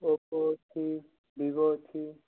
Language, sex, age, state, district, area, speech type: Odia, male, 18-30, Odisha, Malkangiri, urban, conversation